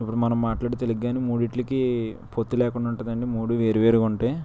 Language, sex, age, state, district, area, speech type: Telugu, male, 18-30, Andhra Pradesh, West Godavari, rural, spontaneous